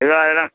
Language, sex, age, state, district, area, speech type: Tamil, male, 60+, Tamil Nadu, Perambalur, rural, conversation